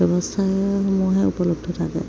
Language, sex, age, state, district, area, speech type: Assamese, female, 30-45, Assam, Darrang, rural, spontaneous